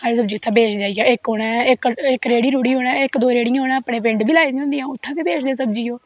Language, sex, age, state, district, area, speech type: Dogri, female, 18-30, Jammu and Kashmir, Kathua, rural, spontaneous